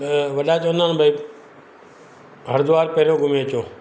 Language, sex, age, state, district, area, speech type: Sindhi, male, 60+, Gujarat, Surat, urban, spontaneous